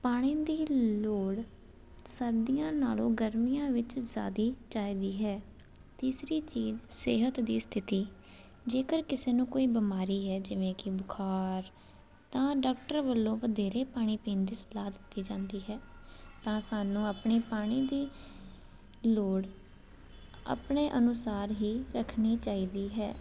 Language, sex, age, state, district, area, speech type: Punjabi, female, 18-30, Punjab, Jalandhar, urban, spontaneous